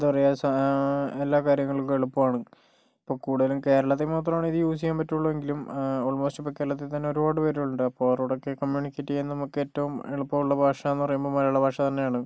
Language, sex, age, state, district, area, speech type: Malayalam, male, 18-30, Kerala, Kozhikode, urban, spontaneous